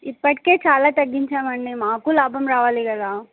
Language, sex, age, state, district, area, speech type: Telugu, female, 18-30, Telangana, Nagarkurnool, urban, conversation